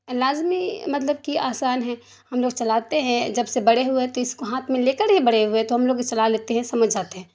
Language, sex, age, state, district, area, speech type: Urdu, female, 30-45, Bihar, Darbhanga, rural, spontaneous